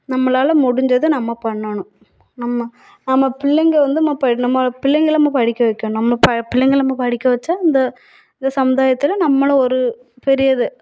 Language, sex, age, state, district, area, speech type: Tamil, female, 30-45, Tamil Nadu, Thoothukudi, urban, spontaneous